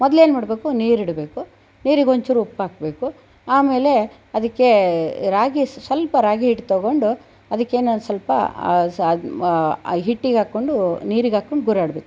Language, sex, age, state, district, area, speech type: Kannada, female, 60+, Karnataka, Chitradurga, rural, spontaneous